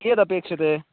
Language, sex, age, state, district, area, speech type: Sanskrit, male, 18-30, Karnataka, Chikkamagaluru, rural, conversation